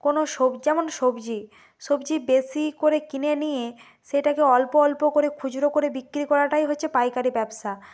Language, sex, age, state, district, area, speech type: Bengali, female, 30-45, West Bengal, Purba Medinipur, rural, spontaneous